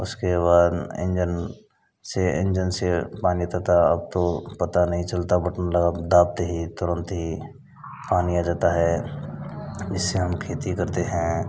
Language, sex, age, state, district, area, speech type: Hindi, male, 18-30, Rajasthan, Bharatpur, rural, spontaneous